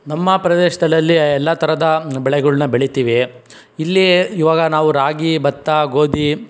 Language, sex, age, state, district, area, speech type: Kannada, male, 45-60, Karnataka, Chikkaballapur, rural, spontaneous